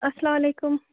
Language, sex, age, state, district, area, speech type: Kashmiri, female, 18-30, Jammu and Kashmir, Bandipora, rural, conversation